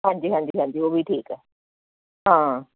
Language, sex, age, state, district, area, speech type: Punjabi, female, 45-60, Punjab, Jalandhar, urban, conversation